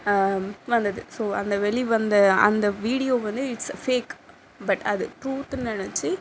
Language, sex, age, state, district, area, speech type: Tamil, female, 60+, Tamil Nadu, Mayiladuthurai, rural, spontaneous